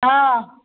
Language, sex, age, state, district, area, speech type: Maithili, female, 60+, Bihar, Madhepura, urban, conversation